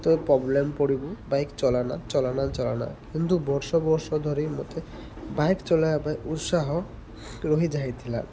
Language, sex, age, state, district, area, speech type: Odia, male, 30-45, Odisha, Malkangiri, urban, spontaneous